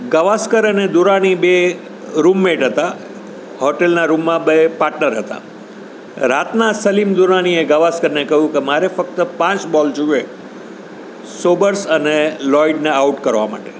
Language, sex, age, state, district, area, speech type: Gujarati, male, 60+, Gujarat, Rajkot, urban, spontaneous